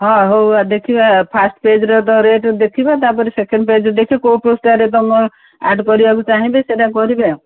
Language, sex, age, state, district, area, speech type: Odia, female, 60+, Odisha, Gajapati, rural, conversation